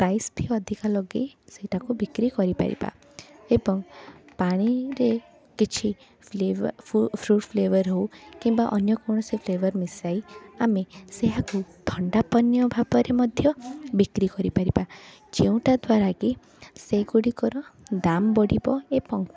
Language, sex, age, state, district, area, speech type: Odia, female, 18-30, Odisha, Cuttack, urban, spontaneous